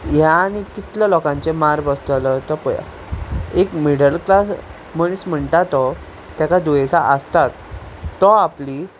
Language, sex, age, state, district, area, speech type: Goan Konkani, male, 18-30, Goa, Ponda, rural, spontaneous